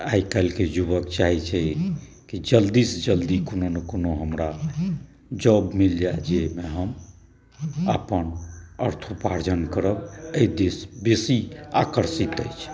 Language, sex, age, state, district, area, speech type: Maithili, male, 60+, Bihar, Saharsa, urban, spontaneous